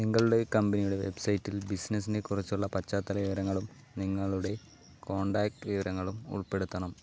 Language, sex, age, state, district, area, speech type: Malayalam, male, 18-30, Kerala, Palakkad, rural, read